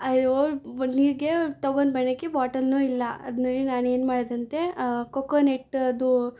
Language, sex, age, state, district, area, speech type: Kannada, female, 18-30, Karnataka, Bangalore Rural, urban, spontaneous